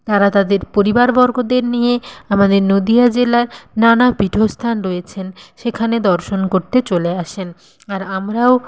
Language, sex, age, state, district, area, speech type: Bengali, female, 30-45, West Bengal, Nadia, rural, spontaneous